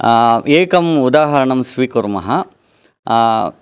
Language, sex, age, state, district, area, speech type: Sanskrit, male, 30-45, Karnataka, Chikkaballapur, urban, spontaneous